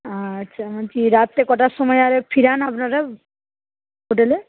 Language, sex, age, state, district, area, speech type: Bengali, female, 45-60, West Bengal, Paschim Medinipur, rural, conversation